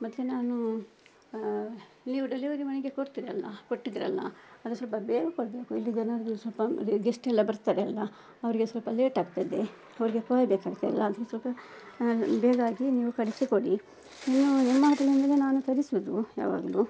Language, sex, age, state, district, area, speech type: Kannada, female, 60+, Karnataka, Udupi, rural, spontaneous